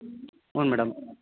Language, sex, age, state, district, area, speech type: Kannada, male, 18-30, Karnataka, Chitradurga, rural, conversation